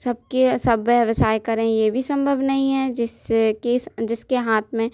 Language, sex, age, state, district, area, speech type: Hindi, female, 18-30, Madhya Pradesh, Hoshangabad, urban, spontaneous